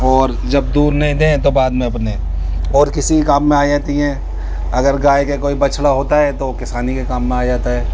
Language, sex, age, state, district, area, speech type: Urdu, male, 30-45, Delhi, East Delhi, urban, spontaneous